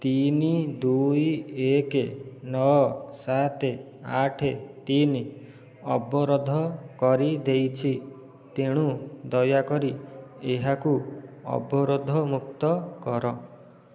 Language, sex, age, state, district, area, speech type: Odia, male, 30-45, Odisha, Khordha, rural, read